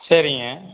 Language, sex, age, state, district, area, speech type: Tamil, male, 60+, Tamil Nadu, Erode, rural, conversation